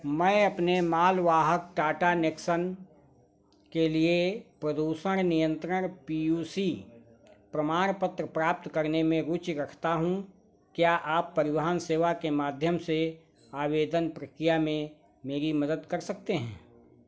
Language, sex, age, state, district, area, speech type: Hindi, male, 60+, Uttar Pradesh, Sitapur, rural, read